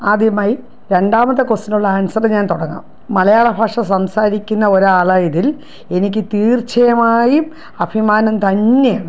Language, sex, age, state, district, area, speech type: Malayalam, female, 60+, Kerala, Thiruvananthapuram, rural, spontaneous